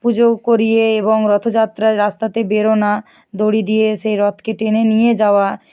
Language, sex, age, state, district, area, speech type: Bengali, female, 45-60, West Bengal, Nadia, rural, spontaneous